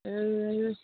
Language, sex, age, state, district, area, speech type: Nepali, female, 30-45, West Bengal, Darjeeling, urban, conversation